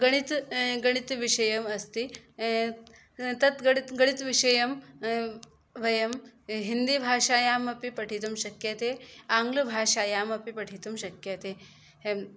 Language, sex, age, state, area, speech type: Sanskrit, female, 18-30, Uttar Pradesh, rural, spontaneous